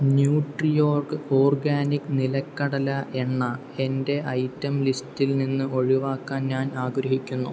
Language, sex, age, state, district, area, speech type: Malayalam, male, 18-30, Kerala, Palakkad, rural, read